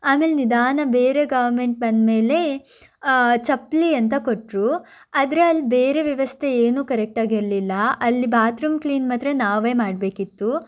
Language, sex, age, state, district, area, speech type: Kannada, female, 18-30, Karnataka, Shimoga, rural, spontaneous